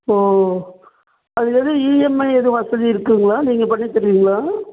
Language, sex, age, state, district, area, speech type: Tamil, female, 60+, Tamil Nadu, Namakkal, rural, conversation